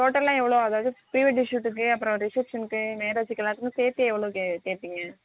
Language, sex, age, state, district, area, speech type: Tamil, female, 18-30, Tamil Nadu, Tiruvarur, rural, conversation